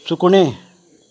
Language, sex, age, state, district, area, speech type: Goan Konkani, male, 45-60, Goa, Canacona, rural, read